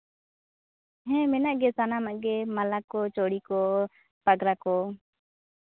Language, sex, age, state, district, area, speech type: Santali, female, 18-30, West Bengal, Purulia, rural, conversation